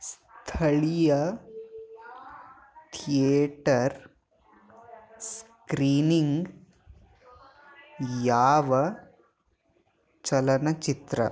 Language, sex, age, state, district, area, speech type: Kannada, male, 18-30, Karnataka, Bidar, urban, read